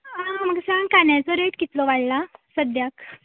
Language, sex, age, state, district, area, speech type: Goan Konkani, female, 18-30, Goa, Quepem, rural, conversation